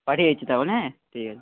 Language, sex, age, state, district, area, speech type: Bengali, male, 45-60, West Bengal, Nadia, rural, conversation